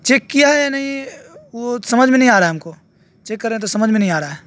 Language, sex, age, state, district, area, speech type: Urdu, male, 18-30, Uttar Pradesh, Saharanpur, urban, spontaneous